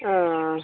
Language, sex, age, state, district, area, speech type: Bengali, female, 45-60, West Bengal, Darjeeling, urban, conversation